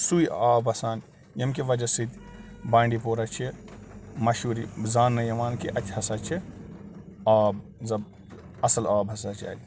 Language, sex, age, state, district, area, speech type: Kashmiri, male, 45-60, Jammu and Kashmir, Bandipora, rural, spontaneous